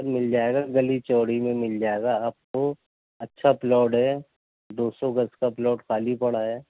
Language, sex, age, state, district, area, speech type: Urdu, male, 60+, Uttar Pradesh, Gautam Buddha Nagar, urban, conversation